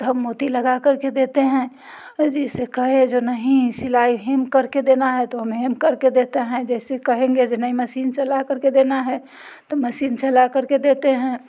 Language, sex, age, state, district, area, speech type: Hindi, female, 45-60, Bihar, Muzaffarpur, rural, spontaneous